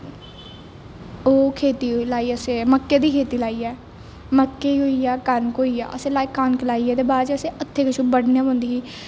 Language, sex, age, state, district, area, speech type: Dogri, female, 18-30, Jammu and Kashmir, Jammu, urban, spontaneous